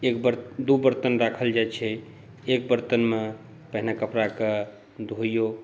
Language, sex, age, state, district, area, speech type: Maithili, male, 30-45, Bihar, Saharsa, urban, spontaneous